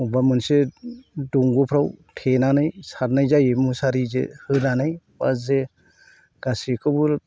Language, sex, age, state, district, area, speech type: Bodo, male, 60+, Assam, Chirang, rural, spontaneous